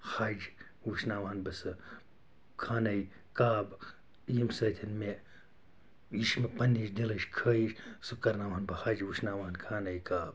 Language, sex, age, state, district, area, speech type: Kashmiri, male, 30-45, Jammu and Kashmir, Bandipora, rural, spontaneous